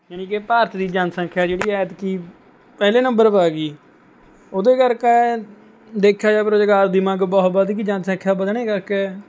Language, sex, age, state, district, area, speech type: Punjabi, male, 18-30, Punjab, Mohali, rural, spontaneous